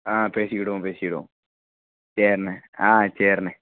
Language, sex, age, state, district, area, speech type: Tamil, male, 18-30, Tamil Nadu, Perambalur, urban, conversation